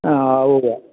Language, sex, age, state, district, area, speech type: Malayalam, male, 60+, Kerala, Idukki, rural, conversation